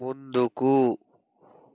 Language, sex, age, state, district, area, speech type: Telugu, male, 60+, Andhra Pradesh, N T Rama Rao, urban, read